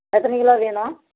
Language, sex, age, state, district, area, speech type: Tamil, female, 60+, Tamil Nadu, Kallakurichi, urban, conversation